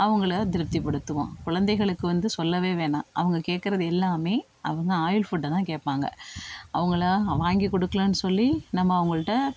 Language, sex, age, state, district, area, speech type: Tamil, female, 45-60, Tamil Nadu, Thanjavur, rural, spontaneous